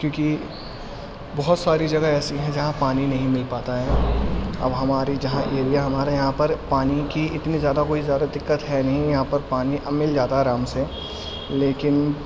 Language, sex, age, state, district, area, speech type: Urdu, male, 18-30, Delhi, East Delhi, urban, spontaneous